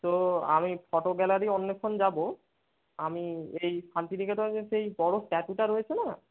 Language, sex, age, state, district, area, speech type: Bengali, male, 18-30, West Bengal, Bankura, urban, conversation